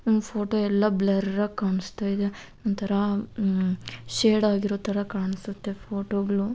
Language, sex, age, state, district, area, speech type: Kannada, female, 18-30, Karnataka, Kolar, rural, spontaneous